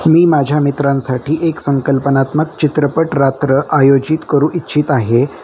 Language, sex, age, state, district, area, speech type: Marathi, male, 30-45, Maharashtra, Osmanabad, rural, spontaneous